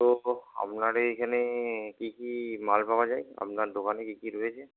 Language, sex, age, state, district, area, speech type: Bengali, male, 60+, West Bengal, Purba Bardhaman, urban, conversation